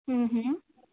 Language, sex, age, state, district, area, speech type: Marathi, female, 30-45, Maharashtra, Buldhana, urban, conversation